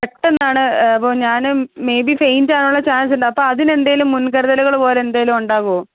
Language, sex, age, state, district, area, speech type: Malayalam, female, 18-30, Kerala, Pathanamthitta, urban, conversation